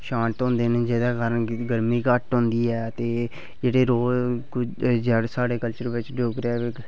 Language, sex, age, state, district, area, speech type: Dogri, male, 18-30, Jammu and Kashmir, Udhampur, rural, spontaneous